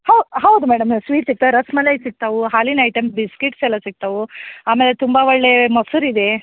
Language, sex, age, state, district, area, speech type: Kannada, female, 30-45, Karnataka, Dharwad, urban, conversation